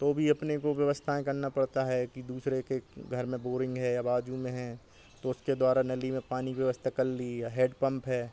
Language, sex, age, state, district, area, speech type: Hindi, male, 45-60, Madhya Pradesh, Hoshangabad, rural, spontaneous